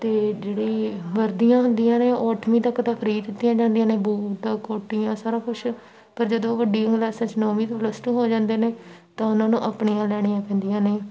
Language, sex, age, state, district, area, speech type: Punjabi, female, 18-30, Punjab, Shaheed Bhagat Singh Nagar, rural, spontaneous